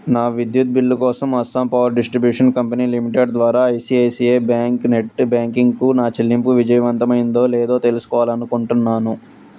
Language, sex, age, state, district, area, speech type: Telugu, male, 18-30, Andhra Pradesh, Krishna, urban, read